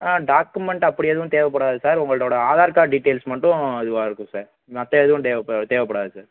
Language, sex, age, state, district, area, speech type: Tamil, male, 18-30, Tamil Nadu, Pudukkottai, rural, conversation